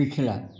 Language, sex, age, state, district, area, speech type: Hindi, male, 60+, Madhya Pradesh, Gwalior, rural, read